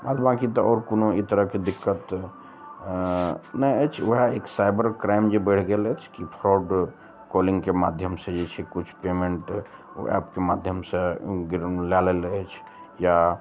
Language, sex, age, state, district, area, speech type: Maithili, male, 45-60, Bihar, Araria, rural, spontaneous